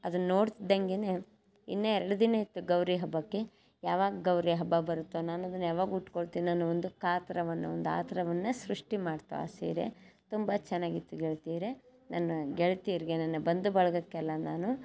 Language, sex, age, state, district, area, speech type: Kannada, female, 60+, Karnataka, Chitradurga, rural, spontaneous